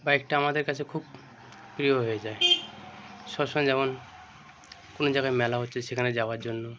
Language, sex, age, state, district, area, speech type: Bengali, male, 30-45, West Bengal, Birbhum, urban, spontaneous